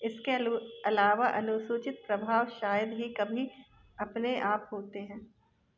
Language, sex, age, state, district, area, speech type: Hindi, female, 30-45, Madhya Pradesh, Jabalpur, urban, read